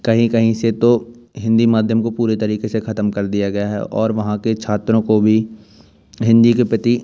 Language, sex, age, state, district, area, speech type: Hindi, male, 18-30, Madhya Pradesh, Jabalpur, urban, spontaneous